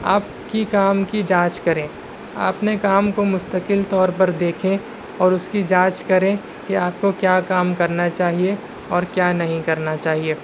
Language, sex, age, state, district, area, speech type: Urdu, male, 60+, Maharashtra, Nashik, urban, spontaneous